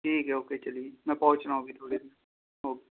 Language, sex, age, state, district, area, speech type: Urdu, male, 18-30, Uttar Pradesh, Balrampur, rural, conversation